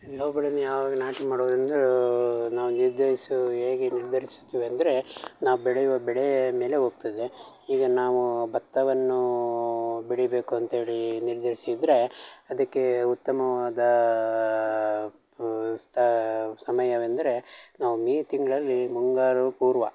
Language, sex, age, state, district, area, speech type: Kannada, male, 60+, Karnataka, Shimoga, rural, spontaneous